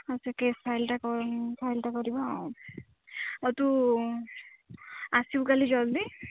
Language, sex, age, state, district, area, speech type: Odia, female, 18-30, Odisha, Jagatsinghpur, rural, conversation